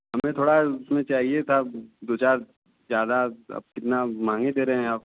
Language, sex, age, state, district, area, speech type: Hindi, male, 18-30, Uttar Pradesh, Azamgarh, rural, conversation